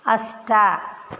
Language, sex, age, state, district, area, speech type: Sanskrit, female, 60+, Karnataka, Udupi, rural, read